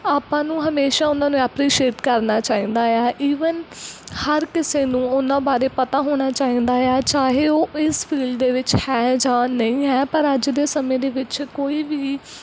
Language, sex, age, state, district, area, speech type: Punjabi, female, 18-30, Punjab, Mansa, rural, spontaneous